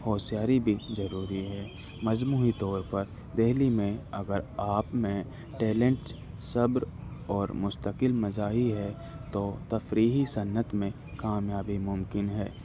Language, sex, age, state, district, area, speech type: Urdu, male, 30-45, Delhi, North East Delhi, urban, spontaneous